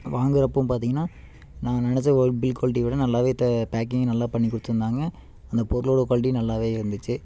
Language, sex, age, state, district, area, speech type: Tamil, male, 18-30, Tamil Nadu, Namakkal, rural, spontaneous